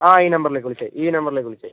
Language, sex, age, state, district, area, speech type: Malayalam, male, 45-60, Kerala, Kozhikode, urban, conversation